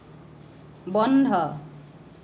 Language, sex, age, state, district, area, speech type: Assamese, female, 45-60, Assam, Lakhimpur, rural, read